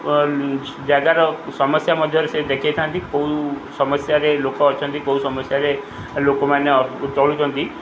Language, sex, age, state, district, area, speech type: Odia, male, 45-60, Odisha, Sundergarh, rural, spontaneous